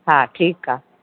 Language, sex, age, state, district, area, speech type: Sindhi, female, 60+, Madhya Pradesh, Katni, urban, conversation